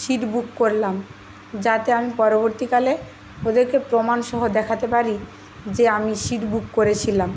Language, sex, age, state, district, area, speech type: Bengali, female, 30-45, West Bengal, Paschim Medinipur, rural, spontaneous